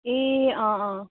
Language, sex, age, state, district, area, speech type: Nepali, female, 18-30, West Bengal, Darjeeling, rural, conversation